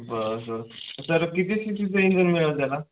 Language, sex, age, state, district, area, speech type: Marathi, male, 18-30, Maharashtra, Hingoli, urban, conversation